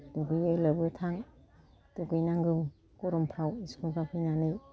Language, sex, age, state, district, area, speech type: Bodo, female, 60+, Assam, Kokrajhar, urban, spontaneous